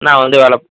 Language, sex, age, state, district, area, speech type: Tamil, male, 18-30, Tamil Nadu, Viluppuram, urban, conversation